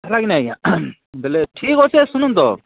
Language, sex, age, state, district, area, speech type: Odia, male, 30-45, Odisha, Balangir, urban, conversation